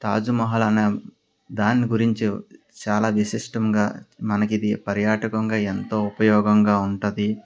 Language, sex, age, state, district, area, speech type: Telugu, male, 30-45, Andhra Pradesh, Anakapalli, rural, spontaneous